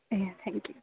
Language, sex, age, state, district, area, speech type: Gujarati, female, 30-45, Gujarat, Rajkot, urban, conversation